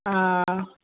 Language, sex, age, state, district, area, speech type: Malayalam, female, 18-30, Kerala, Kozhikode, urban, conversation